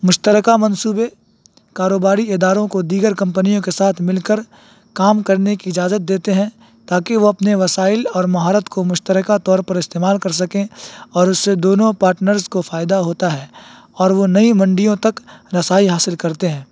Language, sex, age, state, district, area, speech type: Urdu, male, 18-30, Uttar Pradesh, Saharanpur, urban, spontaneous